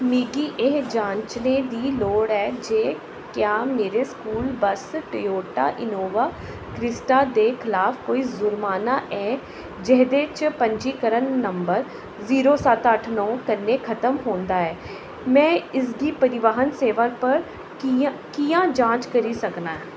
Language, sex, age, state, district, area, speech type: Dogri, female, 45-60, Jammu and Kashmir, Jammu, urban, read